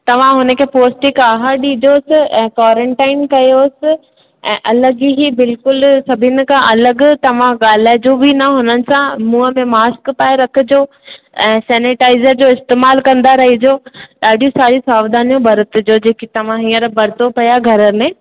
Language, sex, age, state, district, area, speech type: Sindhi, female, 18-30, Rajasthan, Ajmer, urban, conversation